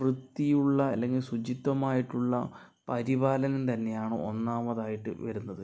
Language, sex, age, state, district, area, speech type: Malayalam, male, 45-60, Kerala, Palakkad, urban, spontaneous